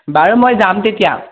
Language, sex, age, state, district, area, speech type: Assamese, male, 18-30, Assam, Majuli, urban, conversation